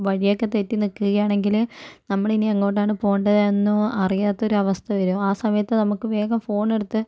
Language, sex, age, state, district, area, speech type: Malayalam, female, 45-60, Kerala, Kozhikode, urban, spontaneous